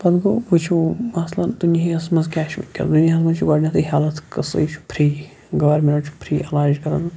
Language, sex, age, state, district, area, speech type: Kashmiri, male, 45-60, Jammu and Kashmir, Shopian, urban, spontaneous